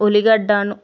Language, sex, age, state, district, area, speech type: Telugu, female, 18-30, Telangana, Vikarabad, urban, spontaneous